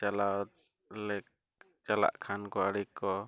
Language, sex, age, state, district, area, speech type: Santali, male, 30-45, Jharkhand, East Singhbhum, rural, spontaneous